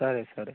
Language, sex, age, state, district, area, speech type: Telugu, male, 18-30, Telangana, Karimnagar, urban, conversation